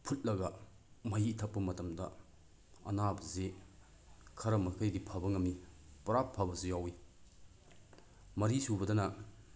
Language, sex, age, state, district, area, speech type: Manipuri, male, 30-45, Manipur, Bishnupur, rural, spontaneous